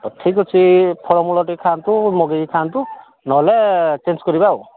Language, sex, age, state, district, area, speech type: Odia, male, 45-60, Odisha, Angul, rural, conversation